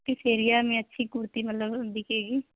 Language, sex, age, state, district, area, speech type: Urdu, female, 18-30, Uttar Pradesh, Mirzapur, rural, conversation